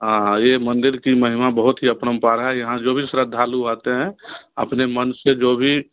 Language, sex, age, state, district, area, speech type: Hindi, male, 60+, Bihar, Darbhanga, urban, conversation